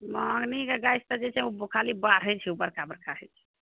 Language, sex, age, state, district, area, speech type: Maithili, female, 45-60, Bihar, Madhepura, rural, conversation